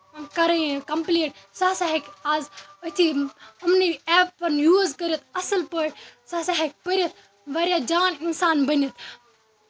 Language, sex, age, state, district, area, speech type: Kashmiri, female, 18-30, Jammu and Kashmir, Baramulla, urban, spontaneous